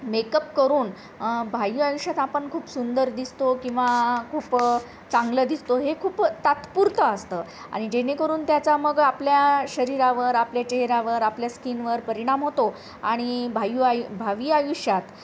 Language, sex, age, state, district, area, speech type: Marathi, female, 30-45, Maharashtra, Nanded, urban, spontaneous